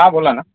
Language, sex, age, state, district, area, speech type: Marathi, male, 18-30, Maharashtra, Yavatmal, rural, conversation